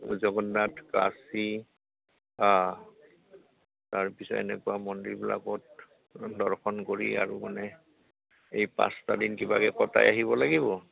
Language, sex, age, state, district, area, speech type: Assamese, male, 60+, Assam, Goalpara, rural, conversation